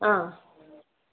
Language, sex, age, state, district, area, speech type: Telugu, female, 30-45, Andhra Pradesh, Kadapa, urban, conversation